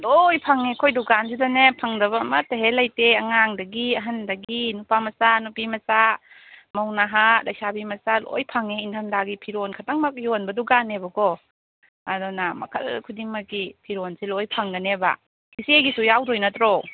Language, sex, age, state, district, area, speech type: Manipuri, female, 18-30, Manipur, Kangpokpi, urban, conversation